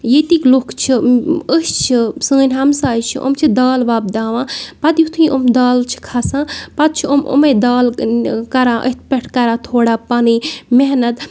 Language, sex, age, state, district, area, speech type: Kashmiri, female, 30-45, Jammu and Kashmir, Bandipora, rural, spontaneous